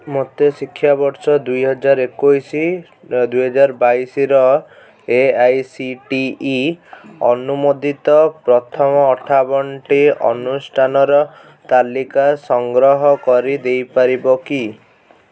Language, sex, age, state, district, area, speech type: Odia, male, 18-30, Odisha, Cuttack, urban, read